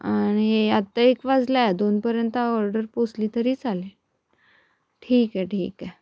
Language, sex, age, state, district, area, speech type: Marathi, female, 18-30, Maharashtra, Sangli, urban, spontaneous